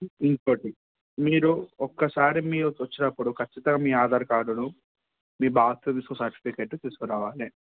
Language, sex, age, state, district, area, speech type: Telugu, male, 18-30, Telangana, Hyderabad, urban, conversation